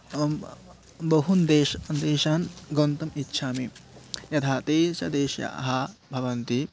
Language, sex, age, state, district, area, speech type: Sanskrit, male, 18-30, West Bengal, Paschim Medinipur, urban, spontaneous